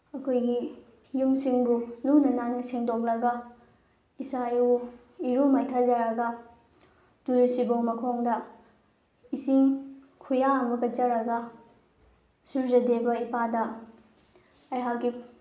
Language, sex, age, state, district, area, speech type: Manipuri, female, 18-30, Manipur, Bishnupur, rural, spontaneous